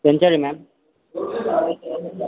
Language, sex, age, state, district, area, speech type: Telugu, male, 18-30, Telangana, Sangareddy, urban, conversation